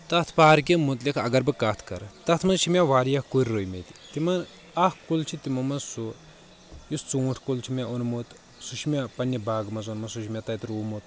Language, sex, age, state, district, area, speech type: Kashmiri, male, 30-45, Jammu and Kashmir, Kulgam, urban, spontaneous